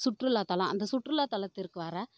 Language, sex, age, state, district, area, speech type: Tamil, female, 18-30, Tamil Nadu, Kallakurichi, rural, spontaneous